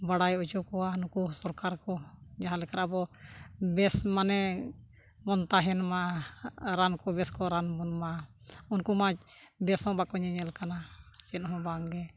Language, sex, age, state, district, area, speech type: Santali, female, 60+, Odisha, Mayurbhanj, rural, spontaneous